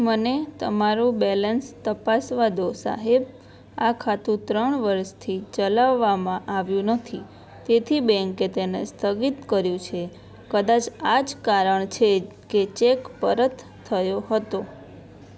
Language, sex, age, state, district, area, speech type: Gujarati, female, 18-30, Gujarat, Anand, urban, read